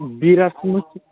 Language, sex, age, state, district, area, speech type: Bodo, male, 30-45, Assam, Baksa, urban, conversation